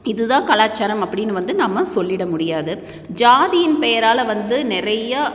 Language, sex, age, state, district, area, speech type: Tamil, female, 30-45, Tamil Nadu, Tiruppur, urban, spontaneous